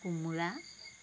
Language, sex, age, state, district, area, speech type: Assamese, female, 60+, Assam, Tinsukia, rural, spontaneous